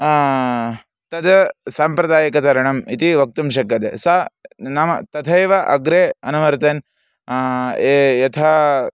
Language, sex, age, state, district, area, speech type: Sanskrit, male, 18-30, Karnataka, Chikkamagaluru, urban, spontaneous